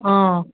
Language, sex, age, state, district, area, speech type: Assamese, female, 60+, Assam, Dhemaji, rural, conversation